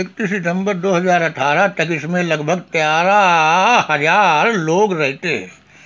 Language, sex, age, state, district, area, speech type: Hindi, male, 60+, Uttar Pradesh, Hardoi, rural, read